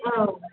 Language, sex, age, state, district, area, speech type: Bodo, female, 45-60, Assam, Chirang, rural, conversation